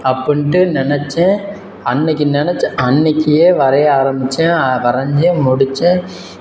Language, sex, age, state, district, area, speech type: Tamil, male, 18-30, Tamil Nadu, Sivaganga, rural, spontaneous